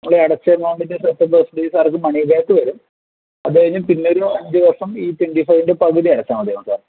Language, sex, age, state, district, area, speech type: Malayalam, male, 30-45, Kerala, Palakkad, rural, conversation